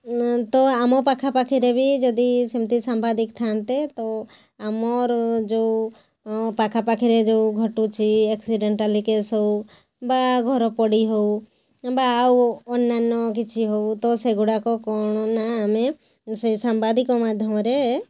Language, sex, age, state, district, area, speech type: Odia, female, 45-60, Odisha, Mayurbhanj, rural, spontaneous